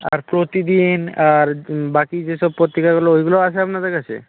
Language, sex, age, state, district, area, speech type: Bengali, male, 60+, West Bengal, Nadia, rural, conversation